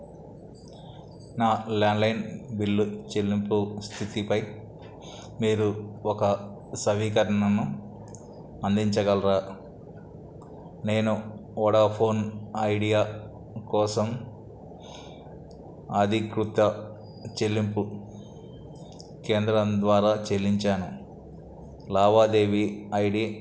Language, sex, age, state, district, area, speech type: Telugu, male, 45-60, Andhra Pradesh, N T Rama Rao, urban, read